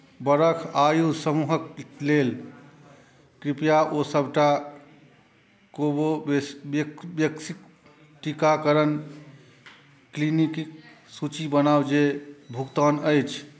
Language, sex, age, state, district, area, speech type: Maithili, male, 30-45, Bihar, Saharsa, rural, read